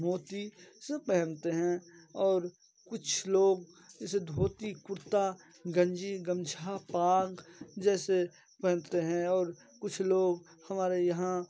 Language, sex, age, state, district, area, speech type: Hindi, male, 18-30, Bihar, Darbhanga, rural, spontaneous